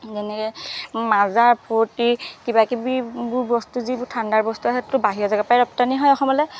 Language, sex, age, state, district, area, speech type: Assamese, female, 30-45, Assam, Golaghat, urban, spontaneous